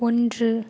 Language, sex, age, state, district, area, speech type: Tamil, female, 18-30, Tamil Nadu, Nagapattinam, rural, read